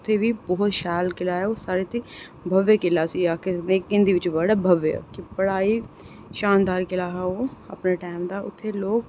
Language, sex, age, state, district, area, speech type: Dogri, female, 18-30, Jammu and Kashmir, Reasi, urban, spontaneous